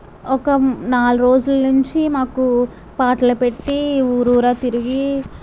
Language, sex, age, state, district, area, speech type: Telugu, female, 30-45, Andhra Pradesh, Kakinada, urban, spontaneous